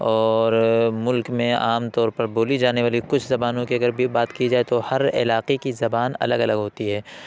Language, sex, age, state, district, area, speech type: Urdu, male, 30-45, Uttar Pradesh, Lucknow, urban, spontaneous